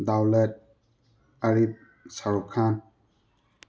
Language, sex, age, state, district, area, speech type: Manipuri, male, 30-45, Manipur, Thoubal, rural, spontaneous